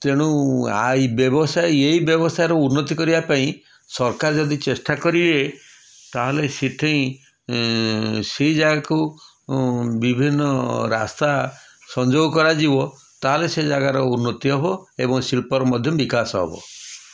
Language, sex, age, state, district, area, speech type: Odia, male, 60+, Odisha, Puri, urban, spontaneous